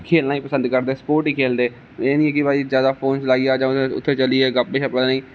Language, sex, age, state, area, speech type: Dogri, male, 18-30, Jammu and Kashmir, rural, spontaneous